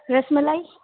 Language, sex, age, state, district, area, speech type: Urdu, female, 30-45, Uttar Pradesh, Lucknow, urban, conversation